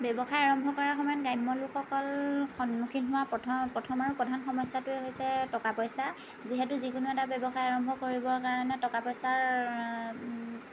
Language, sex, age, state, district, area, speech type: Assamese, female, 30-45, Assam, Lakhimpur, rural, spontaneous